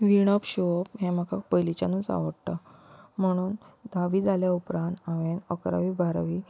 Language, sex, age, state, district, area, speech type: Goan Konkani, female, 18-30, Goa, Murmgao, urban, spontaneous